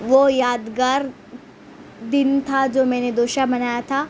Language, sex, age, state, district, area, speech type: Urdu, female, 18-30, Telangana, Hyderabad, urban, spontaneous